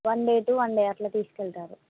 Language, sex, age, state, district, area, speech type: Telugu, female, 18-30, Telangana, Mahbubnagar, urban, conversation